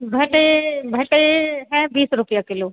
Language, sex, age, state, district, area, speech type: Hindi, female, 30-45, Madhya Pradesh, Hoshangabad, rural, conversation